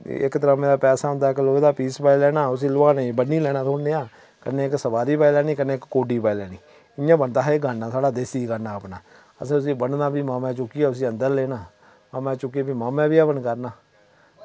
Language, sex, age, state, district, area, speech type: Dogri, male, 30-45, Jammu and Kashmir, Samba, rural, spontaneous